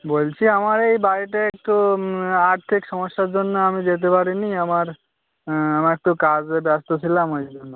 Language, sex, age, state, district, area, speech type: Bengali, male, 18-30, West Bengal, Birbhum, urban, conversation